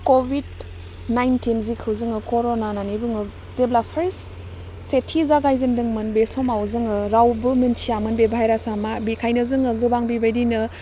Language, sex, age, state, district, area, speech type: Bodo, female, 18-30, Assam, Udalguri, urban, spontaneous